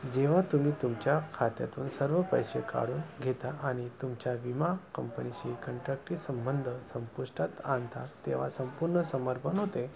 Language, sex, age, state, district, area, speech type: Marathi, male, 30-45, Maharashtra, Nagpur, urban, read